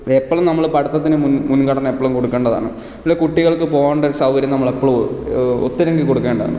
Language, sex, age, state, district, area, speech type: Malayalam, male, 18-30, Kerala, Kottayam, rural, spontaneous